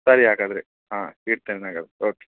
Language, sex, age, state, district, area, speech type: Kannada, male, 30-45, Karnataka, Udupi, rural, conversation